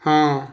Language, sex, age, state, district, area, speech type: Punjabi, male, 45-60, Punjab, Tarn Taran, rural, read